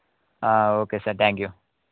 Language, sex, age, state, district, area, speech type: Telugu, male, 18-30, Telangana, Yadadri Bhuvanagiri, urban, conversation